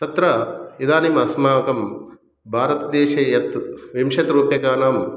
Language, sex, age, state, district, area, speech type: Sanskrit, male, 30-45, Telangana, Hyderabad, urban, spontaneous